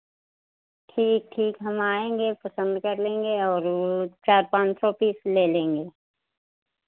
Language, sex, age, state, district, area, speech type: Hindi, female, 60+, Uttar Pradesh, Sitapur, rural, conversation